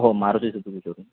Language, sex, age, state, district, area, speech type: Marathi, male, 18-30, Maharashtra, Sindhudurg, rural, conversation